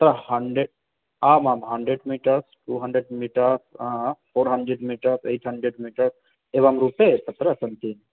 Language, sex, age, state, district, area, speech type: Sanskrit, male, 18-30, West Bengal, Purba Bardhaman, rural, conversation